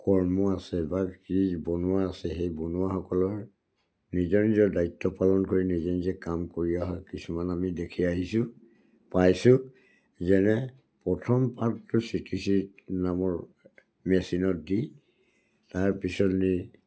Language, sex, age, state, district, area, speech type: Assamese, male, 60+, Assam, Charaideo, rural, spontaneous